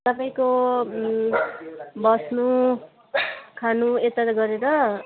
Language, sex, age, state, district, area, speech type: Nepali, female, 45-60, West Bengal, Kalimpong, rural, conversation